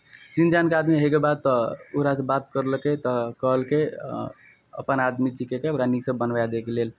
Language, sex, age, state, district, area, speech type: Maithili, male, 18-30, Bihar, Araria, rural, spontaneous